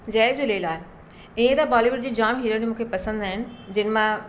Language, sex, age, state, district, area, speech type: Sindhi, female, 60+, Maharashtra, Mumbai Suburban, urban, spontaneous